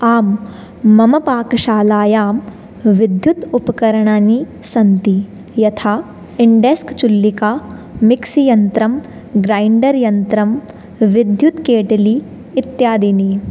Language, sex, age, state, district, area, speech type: Sanskrit, female, 18-30, Rajasthan, Jaipur, urban, spontaneous